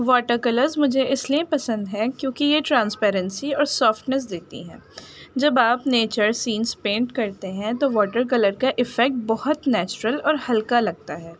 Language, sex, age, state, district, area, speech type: Urdu, female, 18-30, Delhi, North East Delhi, urban, spontaneous